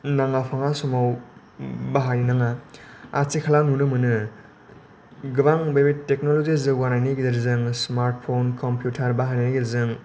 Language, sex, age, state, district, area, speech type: Bodo, male, 18-30, Assam, Kokrajhar, rural, spontaneous